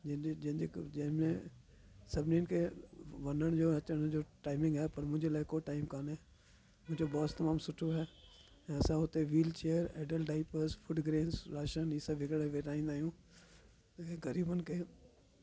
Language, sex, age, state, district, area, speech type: Sindhi, male, 60+, Delhi, South Delhi, urban, spontaneous